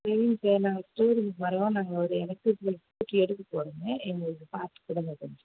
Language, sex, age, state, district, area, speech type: Tamil, female, 45-60, Tamil Nadu, Viluppuram, urban, conversation